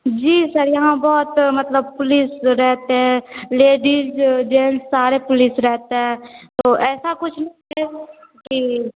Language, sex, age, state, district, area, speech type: Hindi, female, 18-30, Bihar, Begusarai, rural, conversation